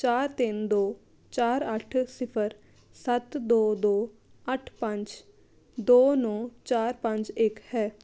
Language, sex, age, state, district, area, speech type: Punjabi, female, 30-45, Punjab, Jalandhar, urban, read